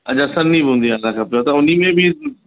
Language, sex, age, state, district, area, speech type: Sindhi, male, 45-60, Uttar Pradesh, Lucknow, urban, conversation